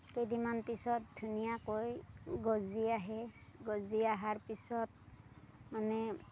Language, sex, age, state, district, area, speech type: Assamese, female, 45-60, Assam, Darrang, rural, spontaneous